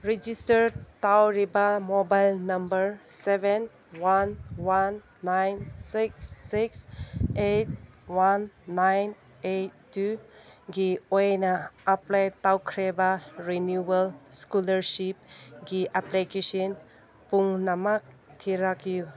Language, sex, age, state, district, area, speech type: Manipuri, female, 30-45, Manipur, Senapati, rural, read